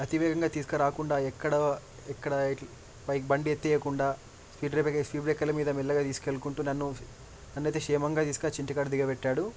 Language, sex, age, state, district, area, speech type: Telugu, male, 18-30, Telangana, Medak, rural, spontaneous